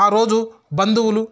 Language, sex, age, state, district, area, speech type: Telugu, male, 30-45, Telangana, Sangareddy, rural, spontaneous